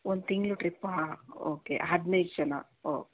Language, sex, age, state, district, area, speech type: Kannada, female, 30-45, Karnataka, Davanagere, rural, conversation